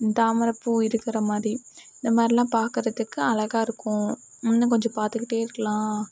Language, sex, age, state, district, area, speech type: Tamil, female, 30-45, Tamil Nadu, Mayiladuthurai, urban, spontaneous